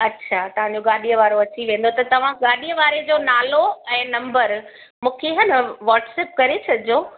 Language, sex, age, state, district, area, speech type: Sindhi, female, 45-60, Gujarat, Surat, urban, conversation